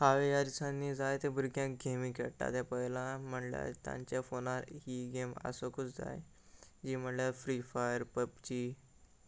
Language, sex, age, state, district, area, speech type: Goan Konkani, male, 18-30, Goa, Salcete, rural, spontaneous